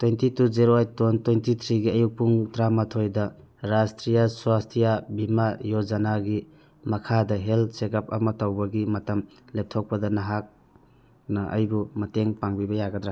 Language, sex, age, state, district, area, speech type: Manipuri, male, 30-45, Manipur, Churachandpur, rural, read